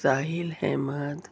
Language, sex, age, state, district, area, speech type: Urdu, female, 30-45, Delhi, Central Delhi, urban, spontaneous